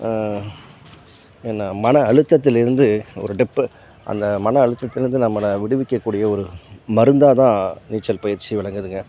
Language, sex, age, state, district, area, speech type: Tamil, male, 60+, Tamil Nadu, Nagapattinam, rural, spontaneous